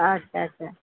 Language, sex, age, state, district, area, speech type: Odia, female, 45-60, Odisha, Sundergarh, rural, conversation